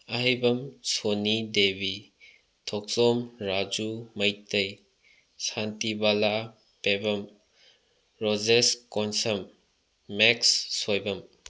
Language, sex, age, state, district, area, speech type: Manipuri, male, 18-30, Manipur, Bishnupur, rural, spontaneous